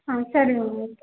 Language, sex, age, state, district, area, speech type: Kannada, female, 18-30, Karnataka, Chitradurga, rural, conversation